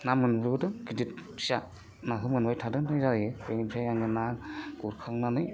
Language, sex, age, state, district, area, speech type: Bodo, male, 45-60, Assam, Udalguri, rural, spontaneous